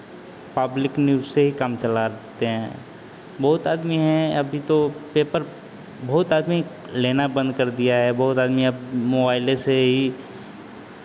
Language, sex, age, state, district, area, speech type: Hindi, male, 30-45, Bihar, Vaishali, urban, spontaneous